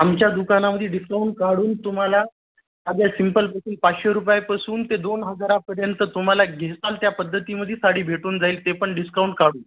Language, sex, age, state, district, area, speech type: Marathi, male, 30-45, Maharashtra, Nanded, urban, conversation